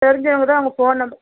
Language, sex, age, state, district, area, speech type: Tamil, female, 60+, Tamil Nadu, Madurai, rural, conversation